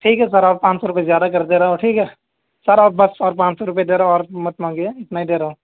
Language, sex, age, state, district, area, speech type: Urdu, male, 18-30, Delhi, North West Delhi, urban, conversation